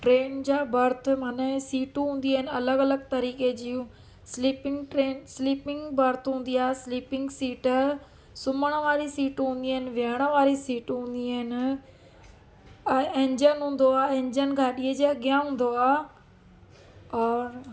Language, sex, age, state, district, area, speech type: Sindhi, female, 30-45, Gujarat, Surat, urban, spontaneous